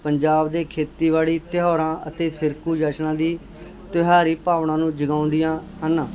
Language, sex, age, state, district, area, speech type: Punjabi, male, 30-45, Punjab, Barnala, urban, spontaneous